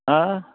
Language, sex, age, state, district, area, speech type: Assamese, male, 45-60, Assam, Dhemaji, urban, conversation